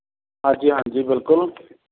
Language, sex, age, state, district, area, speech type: Punjabi, male, 60+, Punjab, Shaheed Bhagat Singh Nagar, rural, conversation